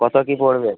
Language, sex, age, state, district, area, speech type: Bengali, male, 18-30, West Bengal, Uttar Dinajpur, urban, conversation